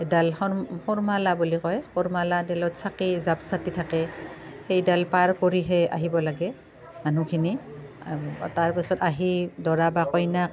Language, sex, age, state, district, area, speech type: Assamese, female, 45-60, Assam, Barpeta, rural, spontaneous